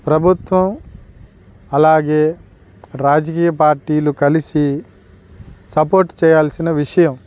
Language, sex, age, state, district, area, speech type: Telugu, male, 45-60, Andhra Pradesh, Guntur, rural, spontaneous